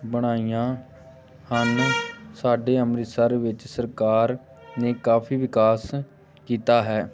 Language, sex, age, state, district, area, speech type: Punjabi, male, 18-30, Punjab, Amritsar, rural, spontaneous